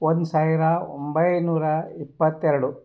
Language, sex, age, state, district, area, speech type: Kannada, male, 60+, Karnataka, Bidar, urban, spontaneous